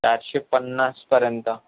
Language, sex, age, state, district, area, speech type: Marathi, male, 18-30, Maharashtra, Nagpur, urban, conversation